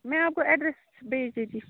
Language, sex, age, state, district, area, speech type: Urdu, female, 30-45, Jammu and Kashmir, Srinagar, urban, conversation